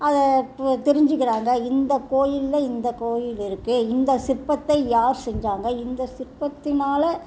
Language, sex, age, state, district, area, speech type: Tamil, female, 60+, Tamil Nadu, Salem, rural, spontaneous